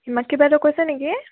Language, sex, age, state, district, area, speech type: Assamese, female, 18-30, Assam, Tinsukia, urban, conversation